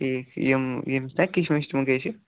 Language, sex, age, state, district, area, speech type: Kashmiri, male, 18-30, Jammu and Kashmir, Pulwama, rural, conversation